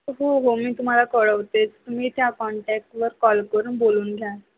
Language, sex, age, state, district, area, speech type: Marathi, female, 30-45, Maharashtra, Wardha, rural, conversation